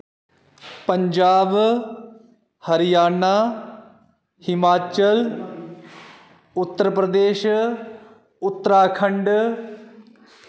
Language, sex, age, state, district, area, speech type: Dogri, male, 30-45, Jammu and Kashmir, Udhampur, rural, spontaneous